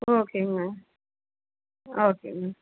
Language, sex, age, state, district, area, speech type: Tamil, female, 30-45, Tamil Nadu, Tiruchirappalli, rural, conversation